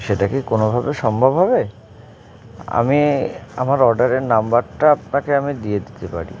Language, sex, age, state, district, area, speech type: Bengali, male, 30-45, West Bengal, Howrah, urban, spontaneous